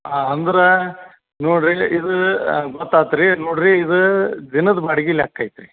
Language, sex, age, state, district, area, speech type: Kannada, male, 45-60, Karnataka, Gadag, rural, conversation